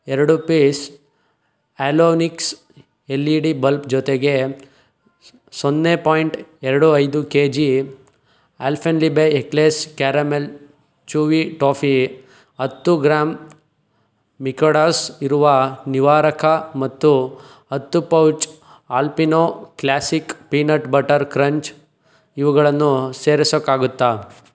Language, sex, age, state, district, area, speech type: Kannada, male, 18-30, Karnataka, Chikkaballapur, rural, read